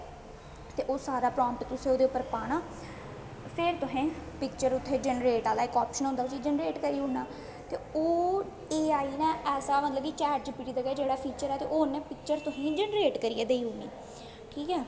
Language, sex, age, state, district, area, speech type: Dogri, female, 18-30, Jammu and Kashmir, Jammu, rural, spontaneous